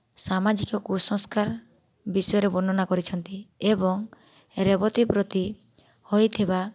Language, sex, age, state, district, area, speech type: Odia, female, 18-30, Odisha, Boudh, rural, spontaneous